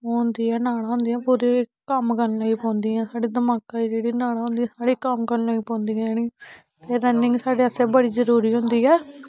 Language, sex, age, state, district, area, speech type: Dogri, female, 18-30, Jammu and Kashmir, Samba, urban, spontaneous